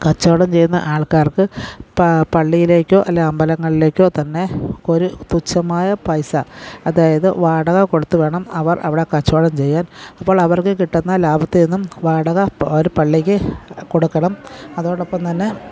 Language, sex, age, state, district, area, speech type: Malayalam, female, 45-60, Kerala, Pathanamthitta, rural, spontaneous